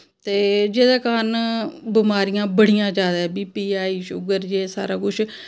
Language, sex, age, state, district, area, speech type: Dogri, female, 30-45, Jammu and Kashmir, Samba, rural, spontaneous